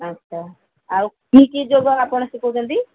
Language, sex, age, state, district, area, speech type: Odia, female, 45-60, Odisha, Sundergarh, rural, conversation